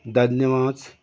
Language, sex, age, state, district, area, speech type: Bengali, male, 60+, West Bengal, Birbhum, urban, spontaneous